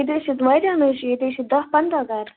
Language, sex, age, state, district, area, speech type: Kashmiri, female, 18-30, Jammu and Kashmir, Bandipora, rural, conversation